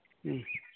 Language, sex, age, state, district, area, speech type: Santali, male, 30-45, West Bengal, Birbhum, rural, conversation